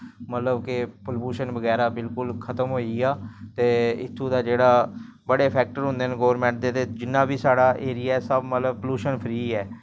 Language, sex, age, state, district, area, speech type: Dogri, male, 30-45, Jammu and Kashmir, Samba, rural, spontaneous